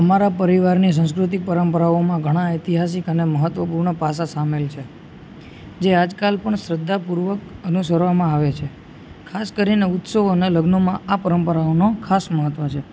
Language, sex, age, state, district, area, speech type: Gujarati, male, 18-30, Gujarat, Junagadh, urban, spontaneous